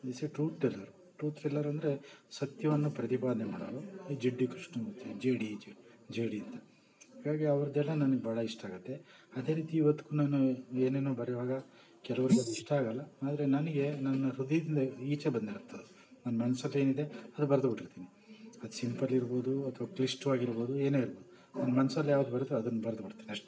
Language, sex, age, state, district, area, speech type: Kannada, male, 60+, Karnataka, Bangalore Urban, rural, spontaneous